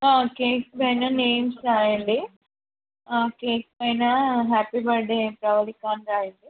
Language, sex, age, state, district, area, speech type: Telugu, female, 45-60, Telangana, Mancherial, rural, conversation